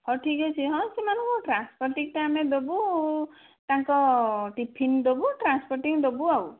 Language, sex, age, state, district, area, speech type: Odia, female, 18-30, Odisha, Bhadrak, rural, conversation